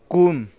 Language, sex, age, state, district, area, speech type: Manipuri, male, 18-30, Manipur, Senapati, rural, spontaneous